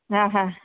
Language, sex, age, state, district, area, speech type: Sindhi, female, 45-60, Rajasthan, Ajmer, urban, conversation